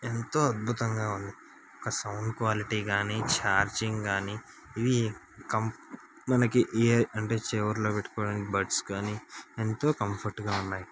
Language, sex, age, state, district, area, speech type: Telugu, male, 18-30, Andhra Pradesh, Srikakulam, urban, spontaneous